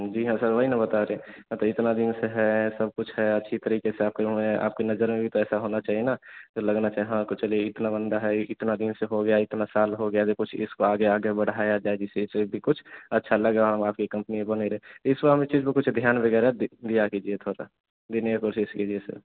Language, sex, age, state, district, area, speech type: Hindi, male, 18-30, Bihar, Samastipur, urban, conversation